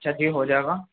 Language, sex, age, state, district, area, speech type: Urdu, male, 18-30, Uttar Pradesh, Rampur, urban, conversation